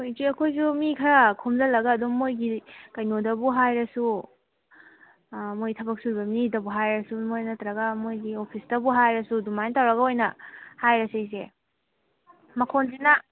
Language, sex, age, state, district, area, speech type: Manipuri, female, 18-30, Manipur, Kangpokpi, urban, conversation